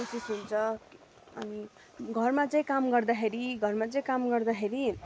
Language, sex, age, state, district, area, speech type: Nepali, female, 45-60, West Bengal, Darjeeling, rural, spontaneous